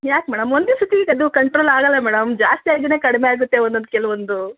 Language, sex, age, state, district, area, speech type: Kannada, female, 30-45, Karnataka, Kolar, urban, conversation